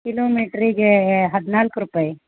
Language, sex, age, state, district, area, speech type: Kannada, female, 45-60, Karnataka, Uttara Kannada, rural, conversation